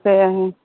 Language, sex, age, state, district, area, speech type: Odia, female, 45-60, Odisha, Sundergarh, rural, conversation